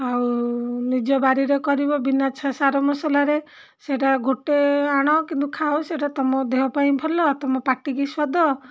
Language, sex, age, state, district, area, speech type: Odia, female, 45-60, Odisha, Rayagada, rural, spontaneous